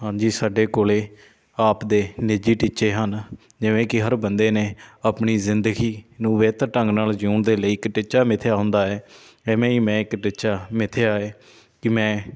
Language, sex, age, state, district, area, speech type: Punjabi, male, 30-45, Punjab, Shaheed Bhagat Singh Nagar, rural, spontaneous